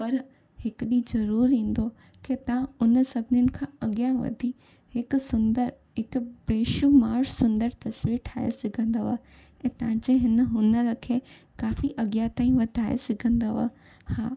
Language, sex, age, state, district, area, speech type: Sindhi, female, 18-30, Gujarat, Junagadh, urban, spontaneous